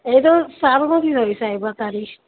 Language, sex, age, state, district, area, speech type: Gujarati, male, 60+, Gujarat, Aravalli, urban, conversation